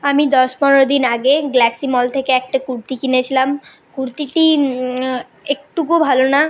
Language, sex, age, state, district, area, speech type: Bengali, female, 18-30, West Bengal, Paschim Bardhaman, urban, spontaneous